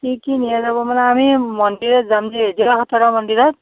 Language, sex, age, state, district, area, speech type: Assamese, female, 45-60, Assam, Darrang, rural, conversation